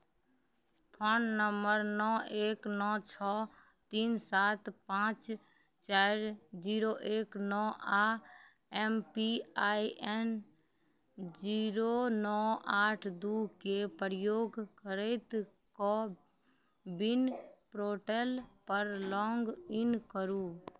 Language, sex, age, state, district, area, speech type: Maithili, female, 30-45, Bihar, Madhubani, rural, read